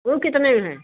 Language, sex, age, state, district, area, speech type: Hindi, female, 60+, Uttar Pradesh, Jaunpur, rural, conversation